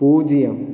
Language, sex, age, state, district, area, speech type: Tamil, male, 18-30, Tamil Nadu, Tiruchirappalli, urban, read